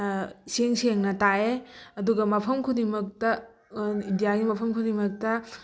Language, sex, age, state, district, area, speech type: Manipuri, female, 18-30, Manipur, Thoubal, rural, spontaneous